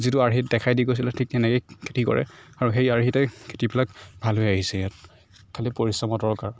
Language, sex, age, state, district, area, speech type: Assamese, male, 45-60, Assam, Morigaon, rural, spontaneous